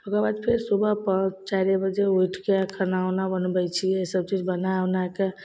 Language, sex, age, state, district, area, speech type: Maithili, female, 30-45, Bihar, Begusarai, rural, spontaneous